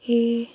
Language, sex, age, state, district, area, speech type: Nepali, female, 18-30, West Bengal, Kalimpong, rural, spontaneous